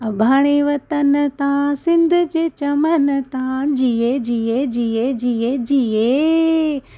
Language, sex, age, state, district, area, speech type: Sindhi, female, 30-45, Maharashtra, Thane, urban, spontaneous